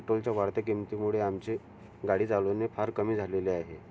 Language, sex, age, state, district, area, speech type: Marathi, male, 30-45, Maharashtra, Amravati, urban, spontaneous